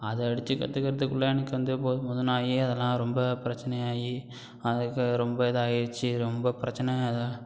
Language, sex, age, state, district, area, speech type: Tamil, male, 18-30, Tamil Nadu, Thanjavur, rural, spontaneous